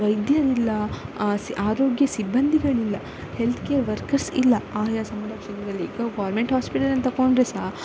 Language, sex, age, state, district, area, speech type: Kannada, female, 18-30, Karnataka, Udupi, rural, spontaneous